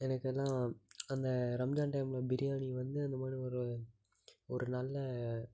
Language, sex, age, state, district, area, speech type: Tamil, male, 18-30, Tamil Nadu, Tiruppur, urban, spontaneous